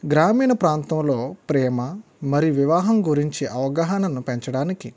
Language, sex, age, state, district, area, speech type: Telugu, male, 45-60, Andhra Pradesh, East Godavari, rural, spontaneous